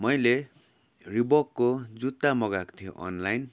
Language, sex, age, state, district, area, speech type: Nepali, male, 30-45, West Bengal, Darjeeling, rural, spontaneous